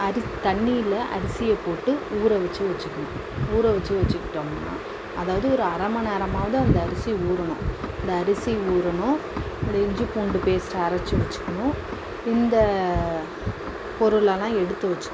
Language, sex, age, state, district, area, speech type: Tamil, female, 45-60, Tamil Nadu, Mayiladuthurai, rural, spontaneous